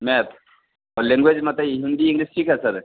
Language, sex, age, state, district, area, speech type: Hindi, male, 45-60, Bihar, Begusarai, rural, conversation